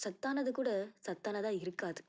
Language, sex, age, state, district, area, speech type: Tamil, female, 18-30, Tamil Nadu, Tiruvallur, rural, spontaneous